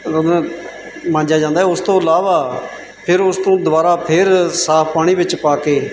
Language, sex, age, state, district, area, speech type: Punjabi, male, 45-60, Punjab, Mansa, rural, spontaneous